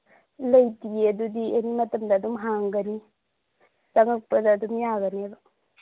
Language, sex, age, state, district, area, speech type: Manipuri, female, 30-45, Manipur, Churachandpur, urban, conversation